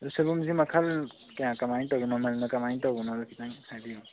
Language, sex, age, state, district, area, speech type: Manipuri, male, 18-30, Manipur, Tengnoupal, rural, conversation